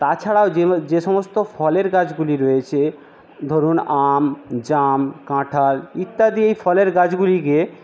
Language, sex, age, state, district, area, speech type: Bengali, male, 60+, West Bengal, Jhargram, rural, spontaneous